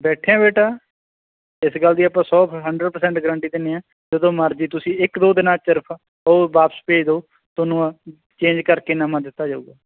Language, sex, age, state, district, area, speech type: Punjabi, male, 30-45, Punjab, Barnala, rural, conversation